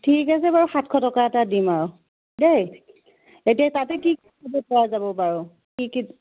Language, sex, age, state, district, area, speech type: Assamese, female, 45-60, Assam, Biswanath, rural, conversation